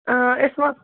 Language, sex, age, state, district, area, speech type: Kashmiri, female, 18-30, Jammu and Kashmir, Kupwara, rural, conversation